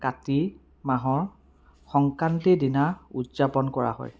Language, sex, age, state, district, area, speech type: Assamese, male, 30-45, Assam, Sivasagar, urban, spontaneous